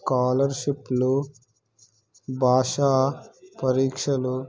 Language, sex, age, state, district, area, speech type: Telugu, male, 18-30, Telangana, Suryapet, urban, spontaneous